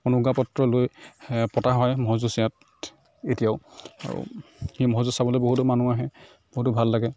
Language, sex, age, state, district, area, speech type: Assamese, male, 45-60, Assam, Morigaon, rural, spontaneous